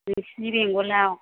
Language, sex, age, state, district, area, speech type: Bodo, female, 45-60, Assam, Chirang, rural, conversation